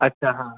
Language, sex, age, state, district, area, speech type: Marathi, male, 18-30, Maharashtra, Buldhana, urban, conversation